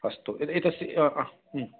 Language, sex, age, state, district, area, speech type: Sanskrit, male, 45-60, Karnataka, Kolar, urban, conversation